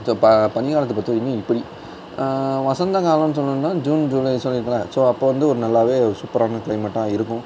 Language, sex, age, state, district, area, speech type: Tamil, male, 18-30, Tamil Nadu, Mayiladuthurai, urban, spontaneous